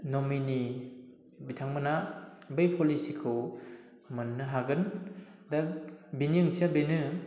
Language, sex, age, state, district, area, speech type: Bodo, male, 18-30, Assam, Udalguri, rural, spontaneous